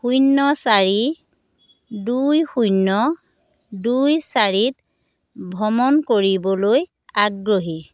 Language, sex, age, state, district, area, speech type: Assamese, female, 30-45, Assam, Dhemaji, rural, read